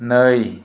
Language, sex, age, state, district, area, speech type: Bodo, male, 60+, Assam, Chirang, urban, read